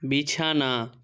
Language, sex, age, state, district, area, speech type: Bengali, male, 45-60, West Bengal, Nadia, rural, read